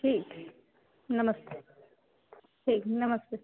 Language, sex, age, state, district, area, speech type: Hindi, female, 18-30, Uttar Pradesh, Chandauli, rural, conversation